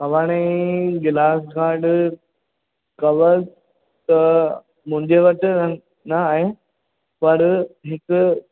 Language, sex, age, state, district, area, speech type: Sindhi, male, 18-30, Rajasthan, Ajmer, rural, conversation